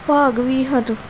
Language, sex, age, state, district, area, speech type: Punjabi, female, 18-30, Punjab, Pathankot, urban, spontaneous